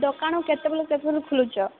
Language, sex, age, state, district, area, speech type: Odia, female, 18-30, Odisha, Malkangiri, urban, conversation